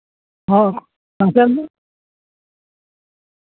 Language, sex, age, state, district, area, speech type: Santali, male, 45-60, Jharkhand, East Singhbhum, rural, conversation